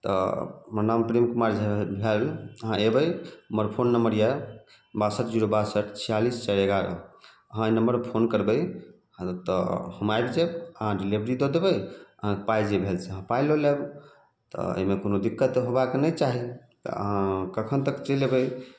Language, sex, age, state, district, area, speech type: Maithili, male, 30-45, Bihar, Samastipur, rural, spontaneous